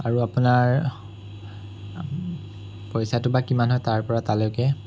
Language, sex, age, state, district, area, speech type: Assamese, male, 30-45, Assam, Sonitpur, rural, spontaneous